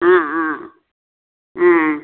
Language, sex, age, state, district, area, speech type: Tamil, female, 60+, Tamil Nadu, Tiruchirappalli, urban, conversation